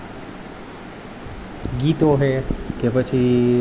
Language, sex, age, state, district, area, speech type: Gujarati, male, 18-30, Gujarat, Rajkot, rural, spontaneous